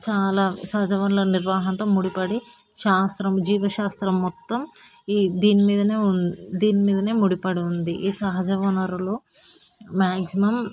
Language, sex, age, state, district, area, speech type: Telugu, female, 18-30, Telangana, Hyderabad, urban, spontaneous